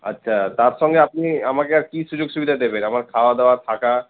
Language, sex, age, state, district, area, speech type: Bengali, male, 60+, West Bengal, Paschim Bardhaman, urban, conversation